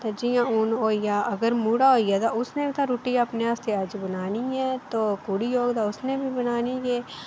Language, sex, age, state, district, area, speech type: Dogri, female, 18-30, Jammu and Kashmir, Reasi, rural, spontaneous